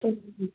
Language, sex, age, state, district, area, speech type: Tamil, female, 30-45, Tamil Nadu, Tiruvallur, urban, conversation